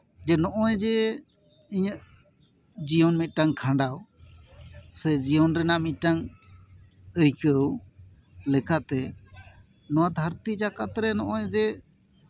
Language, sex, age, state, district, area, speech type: Santali, male, 45-60, West Bengal, Paschim Bardhaman, urban, spontaneous